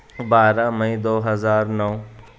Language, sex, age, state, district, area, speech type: Urdu, male, 18-30, Maharashtra, Nashik, urban, spontaneous